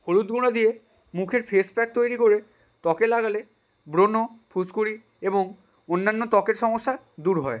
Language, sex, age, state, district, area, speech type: Bengali, male, 60+, West Bengal, Nadia, rural, spontaneous